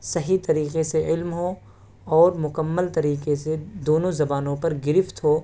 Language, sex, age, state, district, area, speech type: Urdu, male, 18-30, Delhi, South Delhi, urban, spontaneous